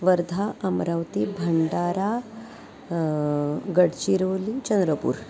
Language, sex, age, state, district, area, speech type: Sanskrit, female, 45-60, Maharashtra, Nagpur, urban, spontaneous